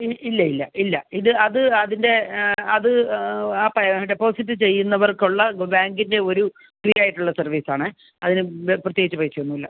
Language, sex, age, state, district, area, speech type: Malayalam, female, 60+, Kerala, Kasaragod, urban, conversation